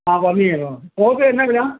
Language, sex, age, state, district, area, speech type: Malayalam, male, 60+, Kerala, Alappuzha, rural, conversation